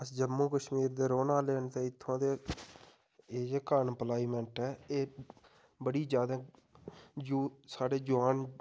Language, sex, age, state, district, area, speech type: Dogri, male, 30-45, Jammu and Kashmir, Udhampur, rural, spontaneous